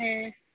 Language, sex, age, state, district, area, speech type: Santali, female, 18-30, West Bengal, Purba Bardhaman, rural, conversation